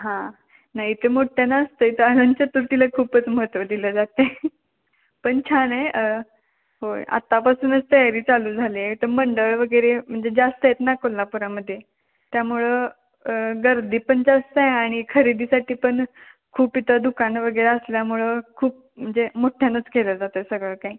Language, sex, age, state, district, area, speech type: Marathi, female, 18-30, Maharashtra, Kolhapur, urban, conversation